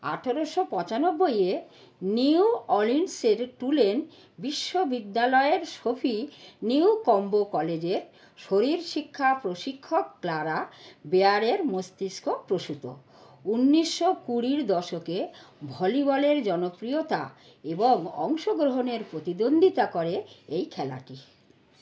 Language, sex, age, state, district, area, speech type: Bengali, female, 60+, West Bengal, North 24 Parganas, urban, read